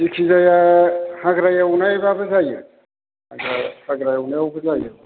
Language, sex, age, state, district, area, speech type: Bodo, male, 45-60, Assam, Chirang, urban, conversation